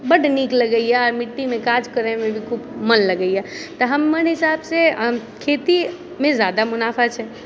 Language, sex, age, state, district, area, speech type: Maithili, female, 30-45, Bihar, Purnia, rural, spontaneous